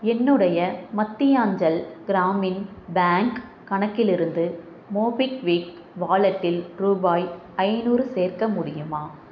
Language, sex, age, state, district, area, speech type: Tamil, female, 30-45, Tamil Nadu, Tiruchirappalli, rural, read